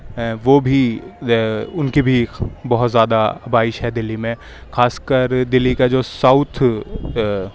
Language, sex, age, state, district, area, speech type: Urdu, male, 18-30, Delhi, Central Delhi, urban, spontaneous